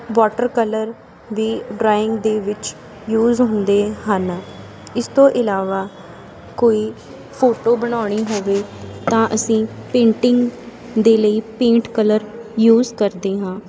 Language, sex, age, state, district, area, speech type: Punjabi, female, 30-45, Punjab, Sangrur, rural, spontaneous